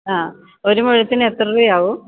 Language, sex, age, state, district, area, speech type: Malayalam, female, 30-45, Kerala, Idukki, rural, conversation